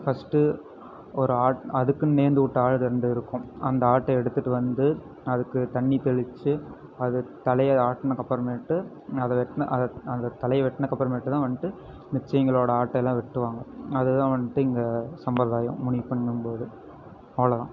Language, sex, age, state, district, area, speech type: Tamil, male, 18-30, Tamil Nadu, Erode, rural, spontaneous